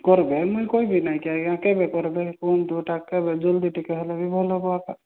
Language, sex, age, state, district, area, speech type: Odia, male, 30-45, Odisha, Kalahandi, rural, conversation